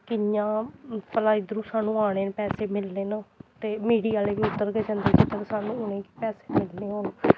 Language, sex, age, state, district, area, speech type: Dogri, female, 18-30, Jammu and Kashmir, Samba, rural, spontaneous